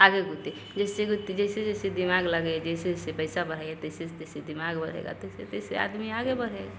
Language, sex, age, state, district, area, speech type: Hindi, female, 30-45, Bihar, Vaishali, rural, spontaneous